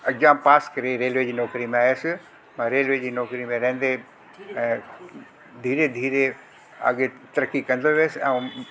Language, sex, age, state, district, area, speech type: Sindhi, male, 60+, Delhi, South Delhi, urban, spontaneous